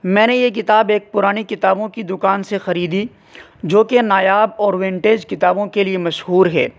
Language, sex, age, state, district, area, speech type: Urdu, male, 18-30, Uttar Pradesh, Saharanpur, urban, spontaneous